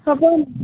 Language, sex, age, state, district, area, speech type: Assamese, female, 60+, Assam, Nagaon, rural, conversation